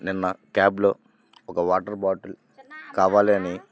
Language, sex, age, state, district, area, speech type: Telugu, male, 18-30, Andhra Pradesh, Bapatla, rural, spontaneous